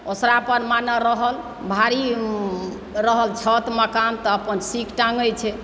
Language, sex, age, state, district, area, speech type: Maithili, male, 60+, Bihar, Supaul, rural, spontaneous